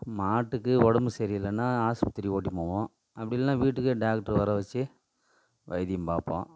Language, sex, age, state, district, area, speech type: Tamil, male, 45-60, Tamil Nadu, Tiruvannamalai, rural, spontaneous